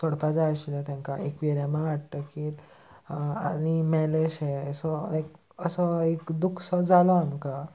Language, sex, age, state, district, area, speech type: Goan Konkani, male, 18-30, Goa, Salcete, urban, spontaneous